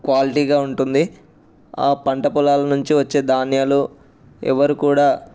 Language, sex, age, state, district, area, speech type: Telugu, male, 18-30, Telangana, Ranga Reddy, urban, spontaneous